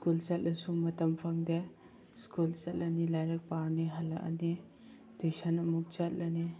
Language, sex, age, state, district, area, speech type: Manipuri, male, 30-45, Manipur, Chandel, rural, spontaneous